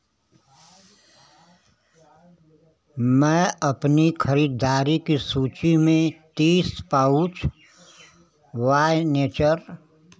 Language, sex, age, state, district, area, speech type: Hindi, male, 60+, Uttar Pradesh, Chandauli, rural, read